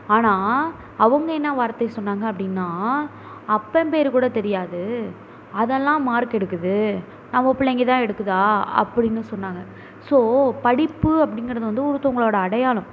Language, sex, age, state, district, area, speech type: Tamil, female, 30-45, Tamil Nadu, Mayiladuthurai, urban, spontaneous